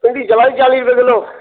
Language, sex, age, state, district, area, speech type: Dogri, male, 45-60, Jammu and Kashmir, Reasi, rural, conversation